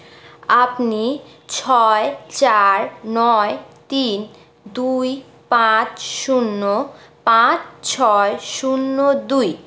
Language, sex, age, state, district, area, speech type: Bengali, female, 30-45, West Bengal, Purulia, rural, read